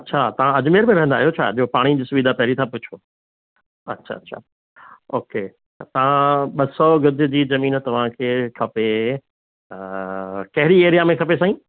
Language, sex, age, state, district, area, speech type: Sindhi, male, 60+, Rajasthan, Ajmer, urban, conversation